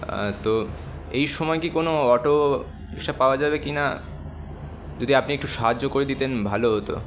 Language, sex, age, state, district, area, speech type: Bengali, male, 18-30, West Bengal, Kolkata, urban, spontaneous